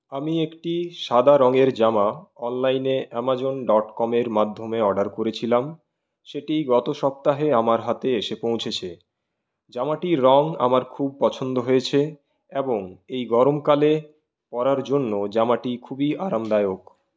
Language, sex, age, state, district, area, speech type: Bengali, male, 18-30, West Bengal, Purulia, urban, spontaneous